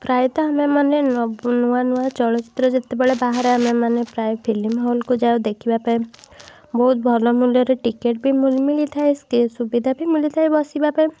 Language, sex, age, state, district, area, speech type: Odia, female, 30-45, Odisha, Puri, urban, spontaneous